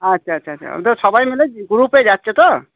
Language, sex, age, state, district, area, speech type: Bengali, male, 60+, West Bengal, Purba Bardhaman, urban, conversation